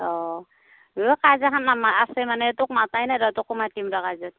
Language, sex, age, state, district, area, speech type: Assamese, female, 30-45, Assam, Darrang, rural, conversation